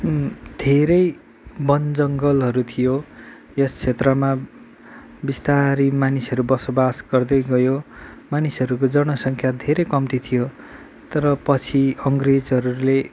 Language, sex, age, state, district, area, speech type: Nepali, male, 18-30, West Bengal, Kalimpong, rural, spontaneous